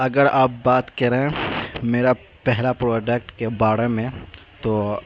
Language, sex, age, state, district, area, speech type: Urdu, male, 18-30, Bihar, Madhubani, rural, spontaneous